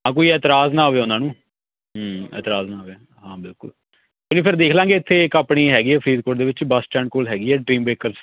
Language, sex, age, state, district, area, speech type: Punjabi, male, 30-45, Punjab, Faridkot, urban, conversation